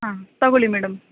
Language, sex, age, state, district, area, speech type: Kannada, female, 30-45, Karnataka, Mandya, urban, conversation